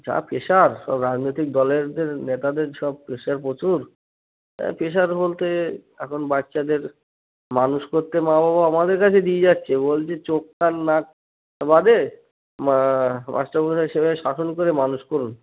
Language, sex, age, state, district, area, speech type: Bengali, male, 30-45, West Bengal, Cooch Behar, urban, conversation